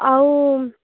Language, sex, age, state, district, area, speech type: Odia, female, 45-60, Odisha, Nabarangpur, rural, conversation